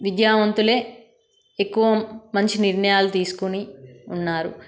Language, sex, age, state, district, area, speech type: Telugu, female, 30-45, Telangana, Peddapalli, rural, spontaneous